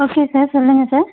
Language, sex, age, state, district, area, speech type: Tamil, female, 18-30, Tamil Nadu, Tirupattur, rural, conversation